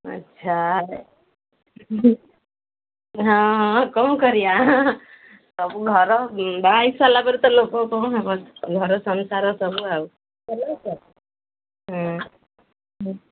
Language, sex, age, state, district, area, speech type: Odia, female, 45-60, Odisha, Sundergarh, rural, conversation